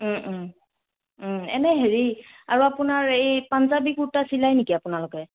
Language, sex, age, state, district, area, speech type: Assamese, female, 30-45, Assam, Morigaon, rural, conversation